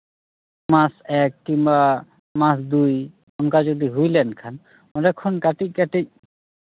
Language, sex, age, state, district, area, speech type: Santali, male, 30-45, West Bengal, Paschim Bardhaman, rural, conversation